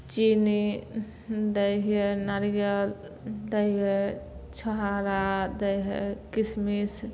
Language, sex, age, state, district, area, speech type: Maithili, female, 18-30, Bihar, Samastipur, rural, spontaneous